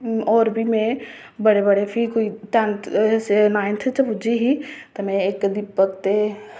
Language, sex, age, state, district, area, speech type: Dogri, female, 18-30, Jammu and Kashmir, Reasi, rural, spontaneous